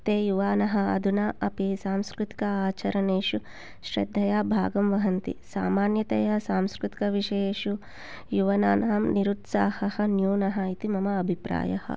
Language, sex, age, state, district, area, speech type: Sanskrit, female, 30-45, Telangana, Hyderabad, rural, spontaneous